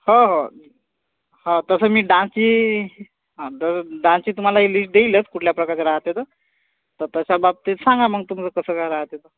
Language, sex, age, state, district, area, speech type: Marathi, male, 30-45, Maharashtra, Yavatmal, rural, conversation